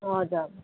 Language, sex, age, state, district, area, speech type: Nepali, female, 18-30, West Bengal, Kalimpong, rural, conversation